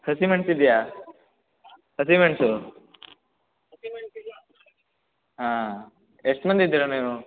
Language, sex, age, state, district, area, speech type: Kannada, male, 18-30, Karnataka, Uttara Kannada, rural, conversation